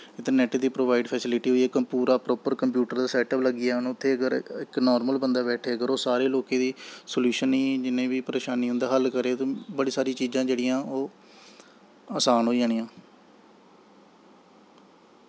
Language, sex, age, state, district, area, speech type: Dogri, male, 18-30, Jammu and Kashmir, Samba, rural, spontaneous